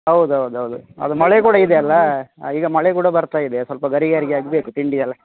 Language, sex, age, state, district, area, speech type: Kannada, male, 45-60, Karnataka, Udupi, rural, conversation